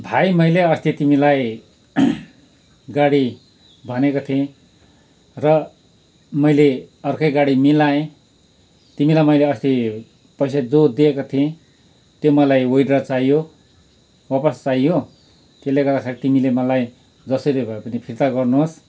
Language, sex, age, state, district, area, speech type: Nepali, male, 45-60, West Bengal, Kalimpong, rural, spontaneous